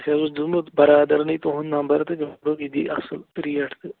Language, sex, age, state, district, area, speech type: Kashmiri, male, 18-30, Jammu and Kashmir, Pulwama, rural, conversation